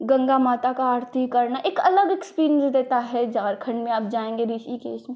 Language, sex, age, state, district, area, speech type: Hindi, female, 18-30, Uttar Pradesh, Ghazipur, urban, spontaneous